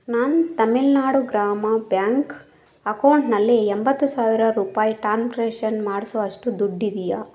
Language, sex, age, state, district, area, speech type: Kannada, female, 18-30, Karnataka, Chikkaballapur, rural, read